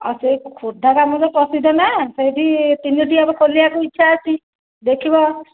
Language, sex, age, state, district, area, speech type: Odia, female, 30-45, Odisha, Khordha, rural, conversation